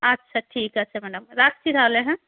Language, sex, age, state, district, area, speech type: Bengali, female, 45-60, West Bengal, North 24 Parganas, rural, conversation